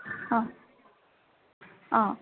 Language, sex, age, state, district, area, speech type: Assamese, female, 30-45, Assam, Dibrugarh, urban, conversation